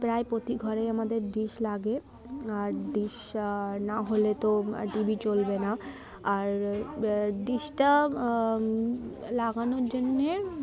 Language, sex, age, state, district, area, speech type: Bengali, female, 18-30, West Bengal, Darjeeling, urban, spontaneous